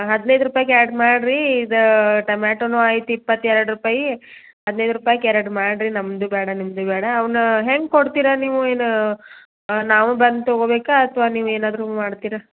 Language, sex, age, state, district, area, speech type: Kannada, female, 30-45, Karnataka, Belgaum, rural, conversation